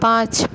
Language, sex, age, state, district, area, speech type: Bengali, female, 18-30, West Bengal, Paschim Bardhaman, urban, read